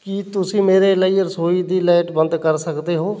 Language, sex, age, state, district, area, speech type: Punjabi, male, 30-45, Punjab, Fatehgarh Sahib, rural, read